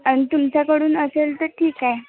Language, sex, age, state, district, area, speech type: Marathi, female, 18-30, Maharashtra, Nagpur, urban, conversation